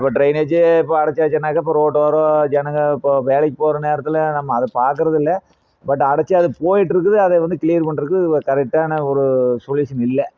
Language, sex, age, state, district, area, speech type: Tamil, male, 30-45, Tamil Nadu, Coimbatore, rural, spontaneous